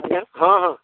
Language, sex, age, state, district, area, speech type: Odia, male, 60+, Odisha, Jharsuguda, rural, conversation